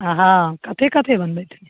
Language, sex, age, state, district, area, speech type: Maithili, female, 45-60, Bihar, Begusarai, rural, conversation